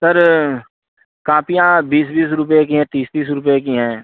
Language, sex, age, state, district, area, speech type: Hindi, male, 18-30, Uttar Pradesh, Azamgarh, rural, conversation